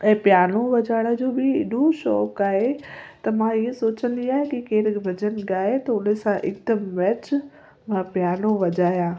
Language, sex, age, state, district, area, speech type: Sindhi, female, 30-45, Gujarat, Kutch, urban, spontaneous